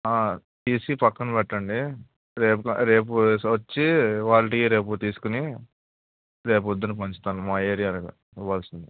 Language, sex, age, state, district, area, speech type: Telugu, male, 18-30, Andhra Pradesh, N T Rama Rao, urban, conversation